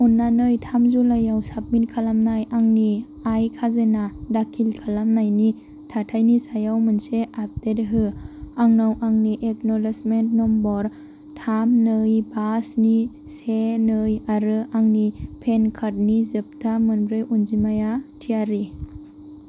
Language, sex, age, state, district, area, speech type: Bodo, female, 18-30, Assam, Kokrajhar, rural, read